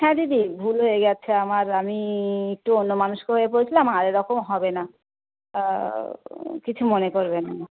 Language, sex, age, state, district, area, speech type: Bengali, female, 30-45, West Bengal, Howrah, urban, conversation